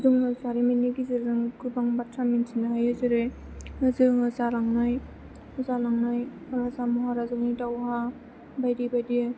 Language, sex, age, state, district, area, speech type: Bodo, female, 18-30, Assam, Chirang, urban, spontaneous